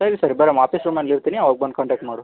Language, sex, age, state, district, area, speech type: Kannada, male, 18-30, Karnataka, Koppal, rural, conversation